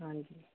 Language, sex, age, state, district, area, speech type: Punjabi, female, 45-60, Punjab, Pathankot, urban, conversation